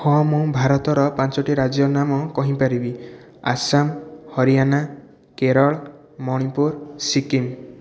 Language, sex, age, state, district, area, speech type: Odia, male, 30-45, Odisha, Puri, urban, spontaneous